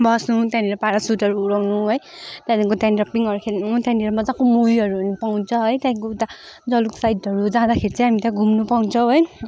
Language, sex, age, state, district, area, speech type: Nepali, female, 18-30, West Bengal, Kalimpong, rural, spontaneous